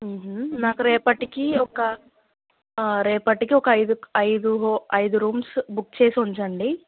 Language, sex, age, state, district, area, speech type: Telugu, female, 30-45, Andhra Pradesh, Krishna, rural, conversation